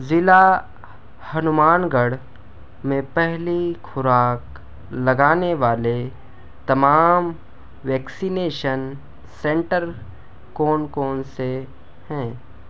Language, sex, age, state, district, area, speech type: Urdu, male, 18-30, Delhi, South Delhi, urban, read